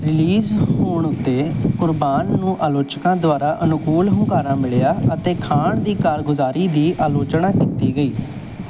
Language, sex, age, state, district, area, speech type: Punjabi, male, 18-30, Punjab, Bathinda, urban, read